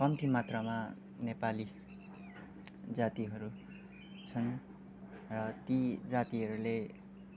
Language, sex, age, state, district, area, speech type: Nepali, male, 18-30, West Bengal, Kalimpong, rural, spontaneous